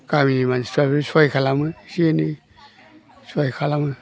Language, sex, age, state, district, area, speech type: Bodo, male, 60+, Assam, Chirang, urban, spontaneous